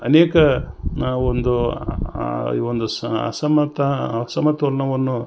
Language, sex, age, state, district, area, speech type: Kannada, male, 60+, Karnataka, Gulbarga, urban, spontaneous